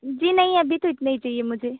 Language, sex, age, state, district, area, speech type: Hindi, female, 30-45, Madhya Pradesh, Balaghat, rural, conversation